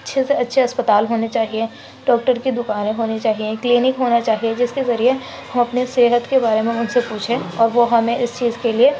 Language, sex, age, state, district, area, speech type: Urdu, female, 45-60, Uttar Pradesh, Gautam Buddha Nagar, urban, spontaneous